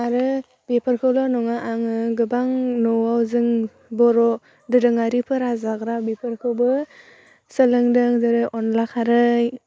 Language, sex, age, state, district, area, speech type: Bodo, female, 18-30, Assam, Udalguri, urban, spontaneous